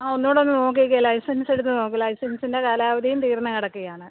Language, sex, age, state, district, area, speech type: Malayalam, female, 45-60, Kerala, Alappuzha, rural, conversation